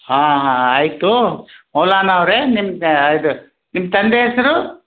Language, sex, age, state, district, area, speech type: Kannada, male, 60+, Karnataka, Bidar, urban, conversation